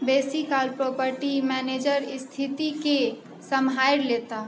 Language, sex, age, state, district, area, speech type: Maithili, female, 30-45, Bihar, Sitamarhi, rural, read